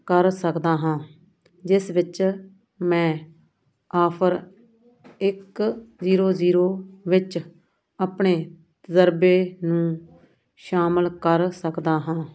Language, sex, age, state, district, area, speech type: Punjabi, female, 30-45, Punjab, Muktsar, urban, read